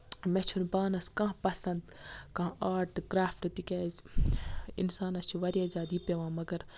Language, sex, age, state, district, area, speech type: Kashmiri, female, 18-30, Jammu and Kashmir, Baramulla, rural, spontaneous